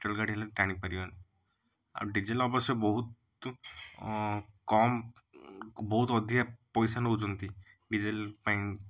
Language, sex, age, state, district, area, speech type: Odia, male, 30-45, Odisha, Cuttack, urban, spontaneous